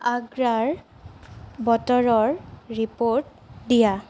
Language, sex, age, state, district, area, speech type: Assamese, female, 18-30, Assam, Sonitpur, rural, read